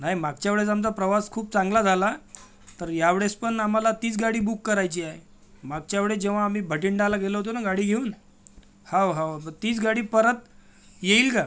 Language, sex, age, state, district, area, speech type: Marathi, male, 45-60, Maharashtra, Amravati, urban, spontaneous